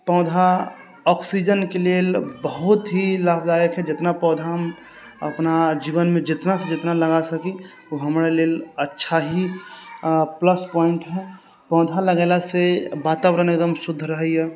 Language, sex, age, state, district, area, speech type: Maithili, female, 18-30, Bihar, Sitamarhi, rural, spontaneous